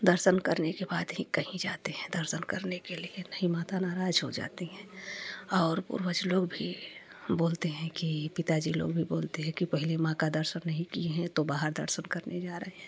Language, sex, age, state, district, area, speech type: Hindi, female, 30-45, Uttar Pradesh, Prayagraj, rural, spontaneous